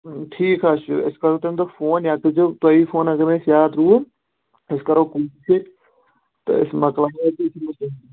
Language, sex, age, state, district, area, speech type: Kashmiri, male, 18-30, Jammu and Kashmir, Kulgam, urban, conversation